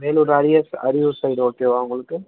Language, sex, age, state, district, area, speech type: Tamil, male, 18-30, Tamil Nadu, Vellore, rural, conversation